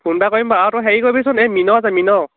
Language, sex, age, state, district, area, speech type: Assamese, male, 18-30, Assam, Lakhimpur, urban, conversation